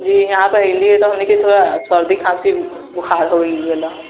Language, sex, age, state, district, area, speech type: Maithili, male, 18-30, Bihar, Sitamarhi, rural, conversation